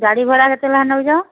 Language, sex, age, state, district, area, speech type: Odia, female, 30-45, Odisha, Sambalpur, rural, conversation